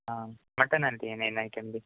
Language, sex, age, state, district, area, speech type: Kannada, male, 18-30, Karnataka, Udupi, rural, conversation